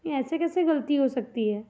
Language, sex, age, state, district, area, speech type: Hindi, female, 18-30, Madhya Pradesh, Chhindwara, urban, spontaneous